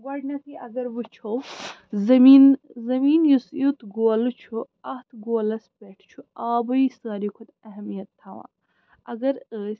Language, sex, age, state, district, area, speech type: Kashmiri, female, 30-45, Jammu and Kashmir, Srinagar, urban, spontaneous